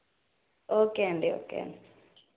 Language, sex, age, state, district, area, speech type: Telugu, female, 18-30, Andhra Pradesh, N T Rama Rao, urban, conversation